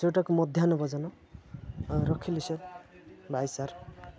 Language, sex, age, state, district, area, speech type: Odia, male, 18-30, Odisha, Nabarangpur, urban, spontaneous